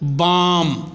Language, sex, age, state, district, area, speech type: Maithili, male, 60+, Bihar, Saharsa, rural, read